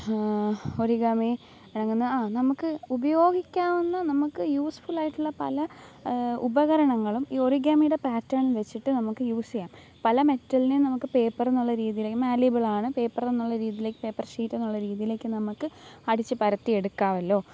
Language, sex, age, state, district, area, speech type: Malayalam, female, 18-30, Kerala, Alappuzha, rural, spontaneous